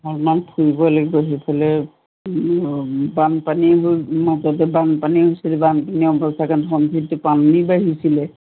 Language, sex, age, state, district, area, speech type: Assamese, female, 60+, Assam, Golaghat, urban, conversation